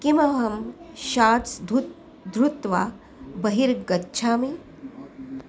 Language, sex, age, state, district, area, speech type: Sanskrit, female, 45-60, Maharashtra, Nagpur, urban, read